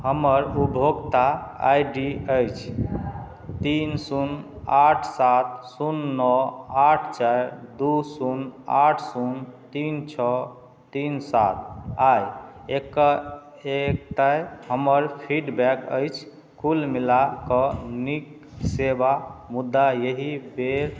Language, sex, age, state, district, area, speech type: Maithili, male, 45-60, Bihar, Madhubani, rural, read